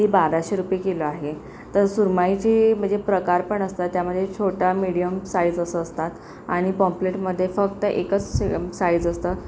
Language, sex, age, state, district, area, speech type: Marathi, female, 45-60, Maharashtra, Akola, urban, spontaneous